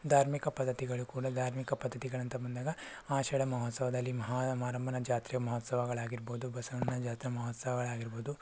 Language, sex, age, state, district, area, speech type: Kannada, male, 18-30, Karnataka, Chikkaballapur, rural, spontaneous